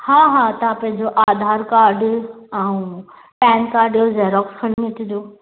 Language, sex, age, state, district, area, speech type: Sindhi, female, 30-45, Maharashtra, Thane, urban, conversation